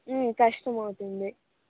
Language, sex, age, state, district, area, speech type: Telugu, female, 30-45, Andhra Pradesh, Chittoor, urban, conversation